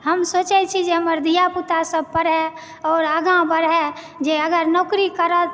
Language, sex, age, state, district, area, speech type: Maithili, female, 30-45, Bihar, Supaul, rural, spontaneous